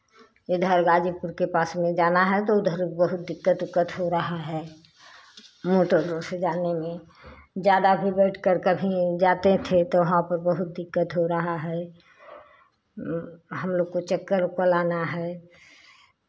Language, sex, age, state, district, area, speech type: Hindi, female, 60+, Uttar Pradesh, Chandauli, rural, spontaneous